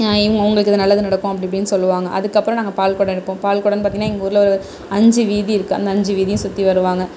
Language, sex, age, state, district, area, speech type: Tamil, female, 30-45, Tamil Nadu, Tiruvarur, urban, spontaneous